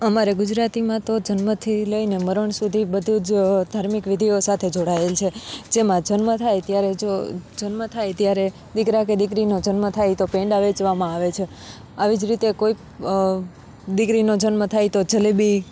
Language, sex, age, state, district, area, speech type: Gujarati, female, 18-30, Gujarat, Junagadh, rural, spontaneous